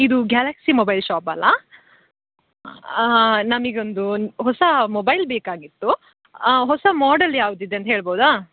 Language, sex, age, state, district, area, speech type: Kannada, female, 18-30, Karnataka, Dakshina Kannada, rural, conversation